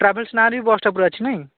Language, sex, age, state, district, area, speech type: Odia, male, 45-60, Odisha, Bhadrak, rural, conversation